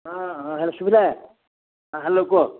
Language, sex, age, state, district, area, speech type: Odia, male, 60+, Odisha, Gajapati, rural, conversation